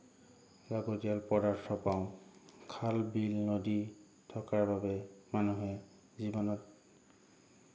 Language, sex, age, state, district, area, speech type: Assamese, male, 30-45, Assam, Lakhimpur, rural, spontaneous